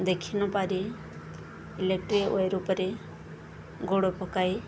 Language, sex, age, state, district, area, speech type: Odia, female, 18-30, Odisha, Subarnapur, urban, spontaneous